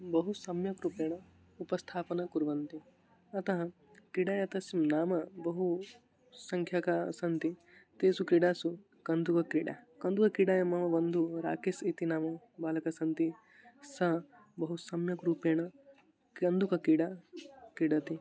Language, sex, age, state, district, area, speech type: Sanskrit, male, 18-30, Odisha, Mayurbhanj, rural, spontaneous